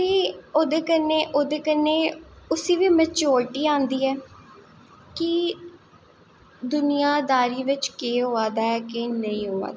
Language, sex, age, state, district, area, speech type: Dogri, female, 18-30, Jammu and Kashmir, Jammu, urban, spontaneous